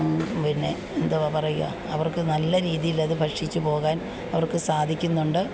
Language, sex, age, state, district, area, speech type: Malayalam, female, 45-60, Kerala, Alappuzha, rural, spontaneous